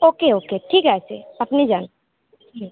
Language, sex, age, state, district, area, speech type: Bengali, female, 30-45, West Bengal, Bankura, urban, conversation